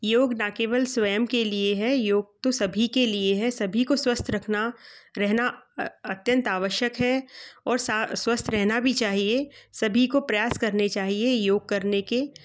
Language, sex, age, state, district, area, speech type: Hindi, female, 45-60, Madhya Pradesh, Gwalior, urban, spontaneous